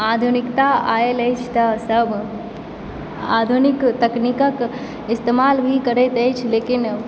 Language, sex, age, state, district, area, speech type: Maithili, female, 18-30, Bihar, Supaul, urban, spontaneous